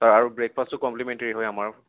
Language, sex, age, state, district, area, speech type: Assamese, male, 30-45, Assam, Kamrup Metropolitan, rural, conversation